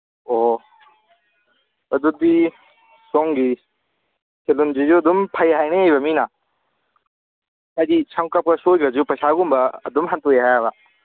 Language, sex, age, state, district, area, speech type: Manipuri, male, 18-30, Manipur, Kangpokpi, urban, conversation